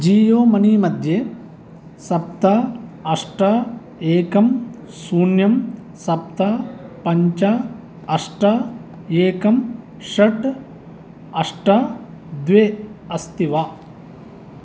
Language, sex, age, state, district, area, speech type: Sanskrit, male, 30-45, Andhra Pradesh, East Godavari, rural, read